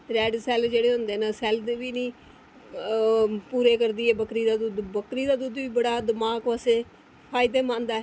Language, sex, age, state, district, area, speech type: Dogri, female, 45-60, Jammu and Kashmir, Jammu, urban, spontaneous